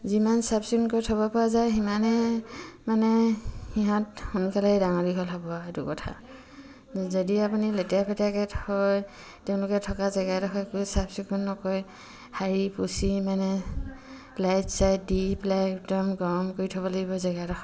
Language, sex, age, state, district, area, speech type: Assamese, female, 45-60, Assam, Dibrugarh, rural, spontaneous